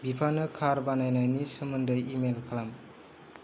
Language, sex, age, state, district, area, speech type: Bodo, male, 30-45, Assam, Kokrajhar, rural, read